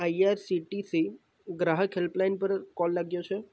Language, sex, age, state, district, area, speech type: Gujarati, male, 18-30, Gujarat, Valsad, rural, spontaneous